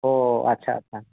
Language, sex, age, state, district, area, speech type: Santali, male, 45-60, West Bengal, Birbhum, rural, conversation